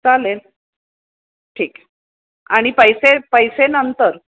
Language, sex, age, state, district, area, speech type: Marathi, female, 45-60, Maharashtra, Pune, urban, conversation